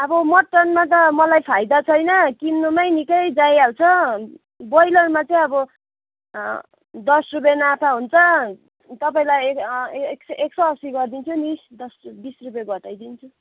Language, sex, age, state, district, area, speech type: Nepali, female, 45-60, West Bengal, Kalimpong, rural, conversation